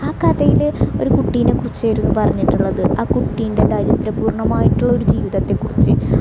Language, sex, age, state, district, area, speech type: Malayalam, female, 30-45, Kerala, Malappuram, rural, spontaneous